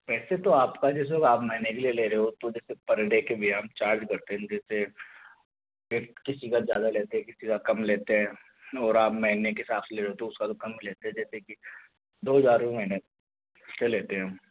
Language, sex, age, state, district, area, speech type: Hindi, male, 18-30, Rajasthan, Jaipur, urban, conversation